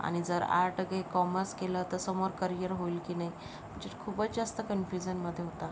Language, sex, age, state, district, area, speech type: Marathi, female, 30-45, Maharashtra, Yavatmal, rural, spontaneous